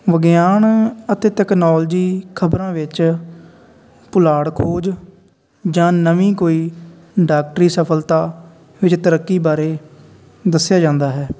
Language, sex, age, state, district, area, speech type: Punjabi, male, 18-30, Punjab, Faridkot, rural, spontaneous